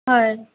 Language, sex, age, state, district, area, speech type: Assamese, female, 18-30, Assam, Darrang, rural, conversation